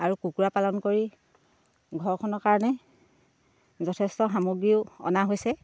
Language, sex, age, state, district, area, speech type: Assamese, female, 30-45, Assam, Sivasagar, rural, spontaneous